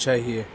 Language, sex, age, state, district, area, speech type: Urdu, male, 45-60, Delhi, North East Delhi, urban, spontaneous